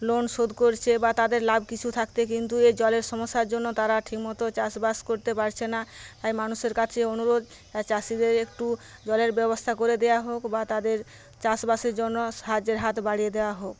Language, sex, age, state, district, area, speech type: Bengali, female, 30-45, West Bengal, Paschim Medinipur, rural, spontaneous